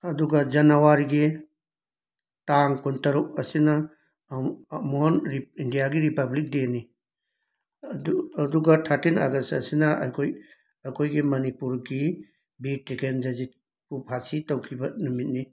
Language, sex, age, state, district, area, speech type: Manipuri, male, 45-60, Manipur, Imphal West, urban, spontaneous